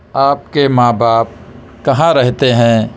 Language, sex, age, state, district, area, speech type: Urdu, male, 30-45, Uttar Pradesh, Balrampur, rural, spontaneous